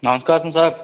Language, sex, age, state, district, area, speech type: Telugu, male, 18-30, Andhra Pradesh, East Godavari, rural, conversation